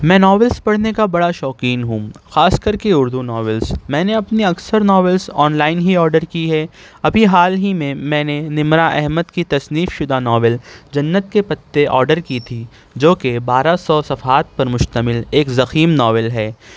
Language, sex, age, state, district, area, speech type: Urdu, male, 18-30, Maharashtra, Nashik, urban, spontaneous